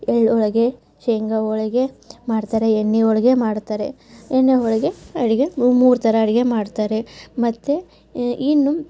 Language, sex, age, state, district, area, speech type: Kannada, female, 30-45, Karnataka, Gadag, rural, spontaneous